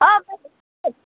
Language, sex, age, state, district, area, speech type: Tamil, female, 30-45, Tamil Nadu, Tiruvallur, urban, conversation